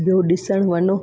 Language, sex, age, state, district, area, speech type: Sindhi, female, 18-30, Gujarat, Junagadh, rural, spontaneous